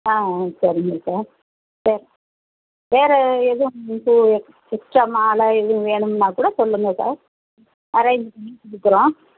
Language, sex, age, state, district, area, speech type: Tamil, female, 60+, Tamil Nadu, Madurai, rural, conversation